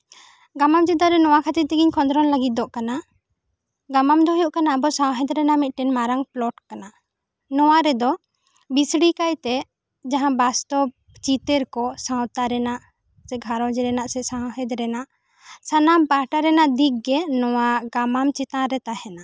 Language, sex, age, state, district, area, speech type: Santali, female, 18-30, West Bengal, Bankura, rural, spontaneous